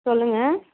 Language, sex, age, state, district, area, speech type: Tamil, female, 60+, Tamil Nadu, Dharmapuri, urban, conversation